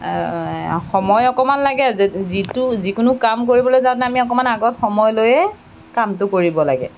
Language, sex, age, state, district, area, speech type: Assamese, female, 30-45, Assam, Golaghat, rural, spontaneous